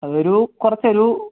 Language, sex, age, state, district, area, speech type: Malayalam, male, 18-30, Kerala, Idukki, rural, conversation